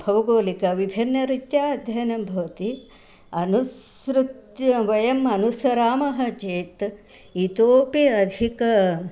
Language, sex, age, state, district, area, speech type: Sanskrit, female, 60+, Karnataka, Bangalore Urban, rural, spontaneous